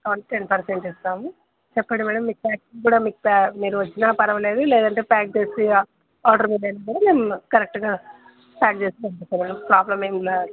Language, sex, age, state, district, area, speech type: Telugu, female, 45-60, Andhra Pradesh, Anantapur, urban, conversation